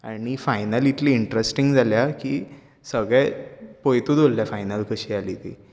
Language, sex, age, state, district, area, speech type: Goan Konkani, male, 18-30, Goa, Bardez, urban, spontaneous